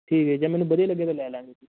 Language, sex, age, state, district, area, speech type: Punjabi, male, 18-30, Punjab, Shaheed Bhagat Singh Nagar, urban, conversation